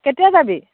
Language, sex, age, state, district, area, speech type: Assamese, female, 45-60, Assam, Dhemaji, urban, conversation